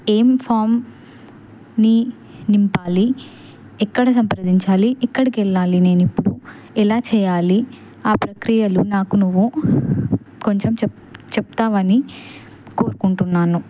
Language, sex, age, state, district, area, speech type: Telugu, female, 18-30, Telangana, Kamareddy, urban, spontaneous